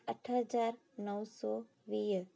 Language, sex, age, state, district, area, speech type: Sindhi, female, 18-30, Gujarat, Junagadh, rural, spontaneous